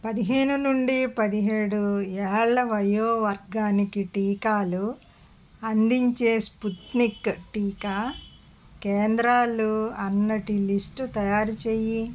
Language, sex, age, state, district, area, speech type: Telugu, female, 45-60, Andhra Pradesh, West Godavari, rural, read